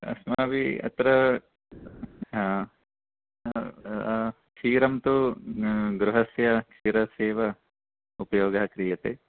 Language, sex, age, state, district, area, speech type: Sanskrit, male, 30-45, Karnataka, Chikkamagaluru, rural, conversation